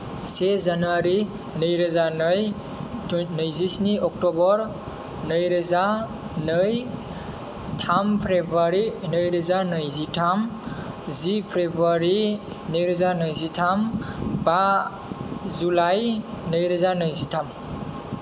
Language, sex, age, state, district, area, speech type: Bodo, male, 18-30, Assam, Kokrajhar, rural, spontaneous